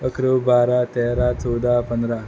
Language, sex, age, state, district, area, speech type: Goan Konkani, male, 18-30, Goa, Quepem, rural, spontaneous